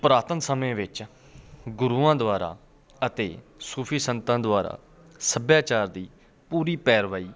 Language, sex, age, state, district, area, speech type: Punjabi, male, 30-45, Punjab, Patiala, rural, spontaneous